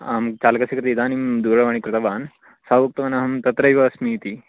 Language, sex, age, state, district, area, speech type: Sanskrit, male, 18-30, Karnataka, Chikkamagaluru, rural, conversation